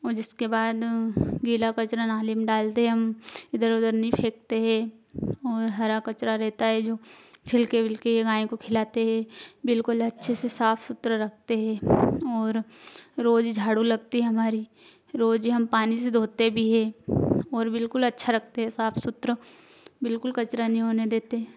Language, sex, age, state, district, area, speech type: Hindi, female, 18-30, Madhya Pradesh, Ujjain, urban, spontaneous